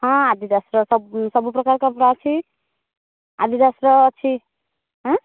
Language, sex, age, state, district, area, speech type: Odia, female, 45-60, Odisha, Nayagarh, rural, conversation